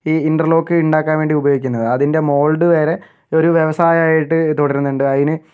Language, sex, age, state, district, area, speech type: Malayalam, male, 60+, Kerala, Kozhikode, urban, spontaneous